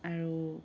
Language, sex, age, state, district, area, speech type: Assamese, female, 45-60, Assam, Dhemaji, rural, spontaneous